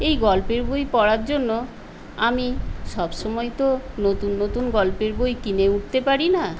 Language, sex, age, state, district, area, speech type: Bengali, female, 60+, West Bengal, Paschim Medinipur, rural, spontaneous